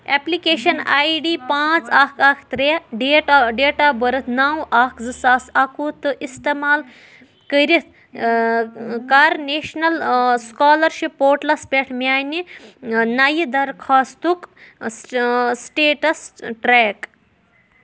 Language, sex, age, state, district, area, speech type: Kashmiri, female, 18-30, Jammu and Kashmir, Budgam, rural, read